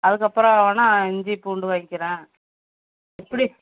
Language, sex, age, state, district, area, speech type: Tamil, female, 30-45, Tamil Nadu, Thoothukudi, urban, conversation